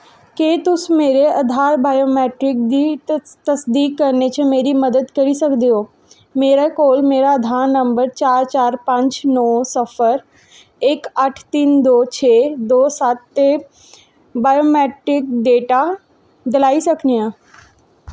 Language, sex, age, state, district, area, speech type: Dogri, female, 18-30, Jammu and Kashmir, Jammu, rural, read